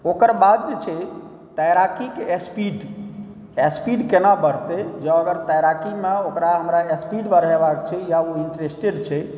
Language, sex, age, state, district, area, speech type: Maithili, male, 45-60, Bihar, Supaul, rural, spontaneous